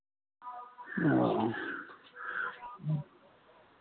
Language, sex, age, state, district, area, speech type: Maithili, male, 60+, Bihar, Madhepura, rural, conversation